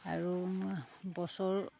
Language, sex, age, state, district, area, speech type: Assamese, female, 60+, Assam, Dhemaji, rural, spontaneous